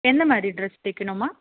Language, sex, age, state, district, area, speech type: Tamil, female, 18-30, Tamil Nadu, Krishnagiri, rural, conversation